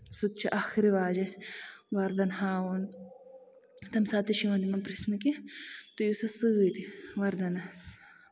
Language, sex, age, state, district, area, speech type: Kashmiri, female, 30-45, Jammu and Kashmir, Bandipora, rural, spontaneous